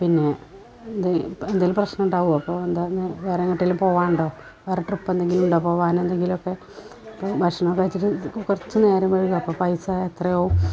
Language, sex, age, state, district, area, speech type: Malayalam, female, 45-60, Kerala, Malappuram, rural, spontaneous